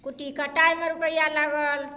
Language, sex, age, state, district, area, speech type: Maithili, female, 45-60, Bihar, Darbhanga, rural, spontaneous